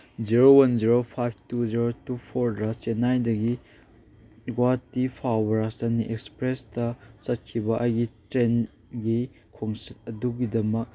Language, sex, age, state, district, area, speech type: Manipuri, male, 18-30, Manipur, Chandel, rural, read